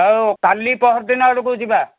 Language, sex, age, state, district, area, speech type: Odia, male, 45-60, Odisha, Kendujhar, urban, conversation